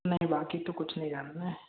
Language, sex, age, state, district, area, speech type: Hindi, male, 18-30, Madhya Pradesh, Bhopal, rural, conversation